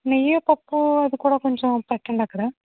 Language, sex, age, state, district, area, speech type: Telugu, female, 45-60, Andhra Pradesh, East Godavari, rural, conversation